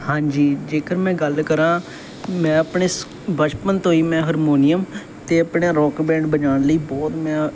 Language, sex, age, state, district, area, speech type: Punjabi, male, 18-30, Punjab, Bathinda, urban, spontaneous